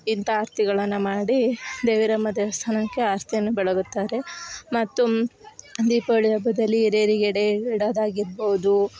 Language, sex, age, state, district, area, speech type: Kannada, female, 18-30, Karnataka, Chikkamagaluru, rural, spontaneous